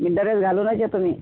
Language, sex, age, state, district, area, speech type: Marathi, female, 30-45, Maharashtra, Washim, rural, conversation